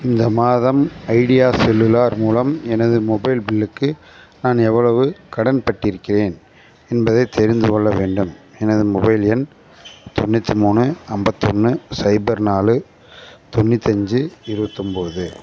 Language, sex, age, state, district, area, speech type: Tamil, male, 45-60, Tamil Nadu, Theni, rural, read